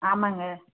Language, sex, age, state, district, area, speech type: Tamil, female, 30-45, Tamil Nadu, Tirupattur, rural, conversation